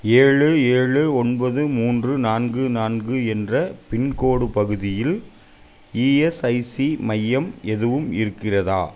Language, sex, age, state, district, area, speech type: Tamil, male, 30-45, Tamil Nadu, Coimbatore, urban, read